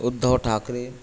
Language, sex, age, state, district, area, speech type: Urdu, male, 18-30, Maharashtra, Nashik, urban, spontaneous